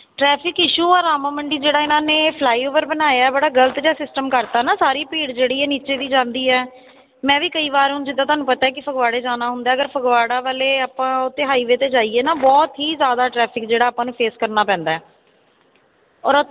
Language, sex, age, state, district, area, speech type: Punjabi, female, 30-45, Punjab, Jalandhar, urban, conversation